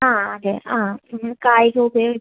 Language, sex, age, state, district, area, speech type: Malayalam, female, 18-30, Kerala, Kannur, urban, conversation